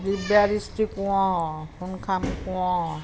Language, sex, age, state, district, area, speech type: Assamese, female, 60+, Assam, Dhemaji, rural, spontaneous